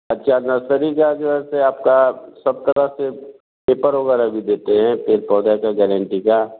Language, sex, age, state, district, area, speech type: Hindi, male, 45-60, Bihar, Vaishali, rural, conversation